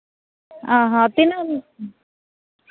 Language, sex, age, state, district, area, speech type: Santali, female, 30-45, Jharkhand, East Singhbhum, rural, conversation